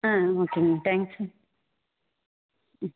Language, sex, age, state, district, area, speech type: Tamil, female, 30-45, Tamil Nadu, Erode, rural, conversation